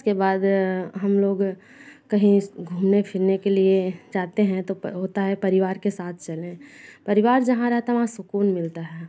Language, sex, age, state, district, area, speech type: Hindi, female, 30-45, Uttar Pradesh, Bhadohi, rural, spontaneous